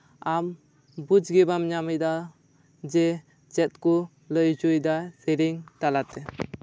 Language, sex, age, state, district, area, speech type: Santali, male, 18-30, West Bengal, Purba Bardhaman, rural, spontaneous